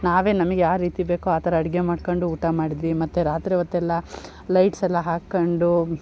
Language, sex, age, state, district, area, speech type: Kannada, female, 30-45, Karnataka, Chikkamagaluru, rural, spontaneous